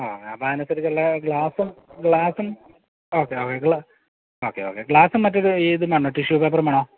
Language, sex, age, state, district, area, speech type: Malayalam, male, 30-45, Kerala, Idukki, rural, conversation